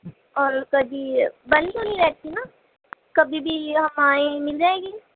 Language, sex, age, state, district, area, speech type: Urdu, female, 18-30, Uttar Pradesh, Gautam Buddha Nagar, urban, conversation